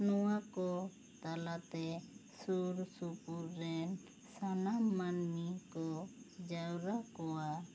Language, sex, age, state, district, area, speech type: Santali, female, 18-30, West Bengal, Bankura, rural, spontaneous